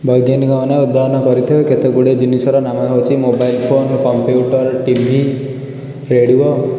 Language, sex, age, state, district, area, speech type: Odia, male, 18-30, Odisha, Puri, urban, spontaneous